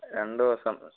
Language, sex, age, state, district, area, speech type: Malayalam, male, 18-30, Kerala, Kollam, rural, conversation